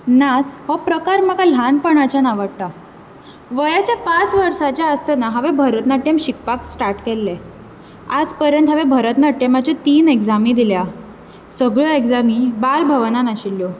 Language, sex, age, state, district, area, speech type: Goan Konkani, female, 18-30, Goa, Bardez, urban, spontaneous